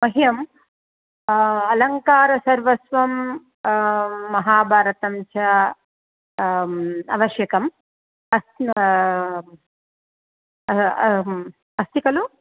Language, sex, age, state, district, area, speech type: Sanskrit, female, 60+, Tamil Nadu, Thanjavur, urban, conversation